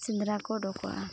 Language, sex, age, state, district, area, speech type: Santali, female, 18-30, Jharkhand, Seraikela Kharsawan, rural, spontaneous